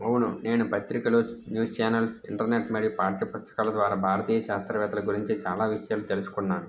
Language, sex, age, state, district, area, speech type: Telugu, male, 18-30, Andhra Pradesh, N T Rama Rao, rural, spontaneous